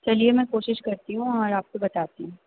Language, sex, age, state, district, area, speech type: Urdu, female, 18-30, Uttar Pradesh, Aligarh, urban, conversation